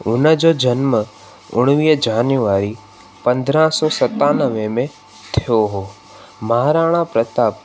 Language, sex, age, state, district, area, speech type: Sindhi, male, 18-30, Gujarat, Junagadh, rural, spontaneous